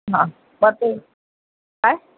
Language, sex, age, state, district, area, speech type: Marathi, female, 45-60, Maharashtra, Mumbai Suburban, urban, conversation